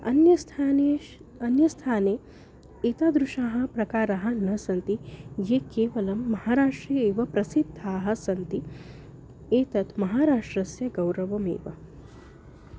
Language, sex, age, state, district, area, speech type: Sanskrit, female, 30-45, Maharashtra, Nagpur, urban, spontaneous